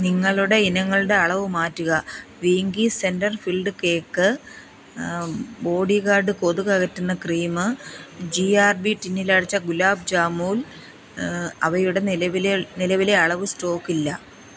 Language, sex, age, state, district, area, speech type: Malayalam, female, 45-60, Kerala, Thiruvananthapuram, rural, read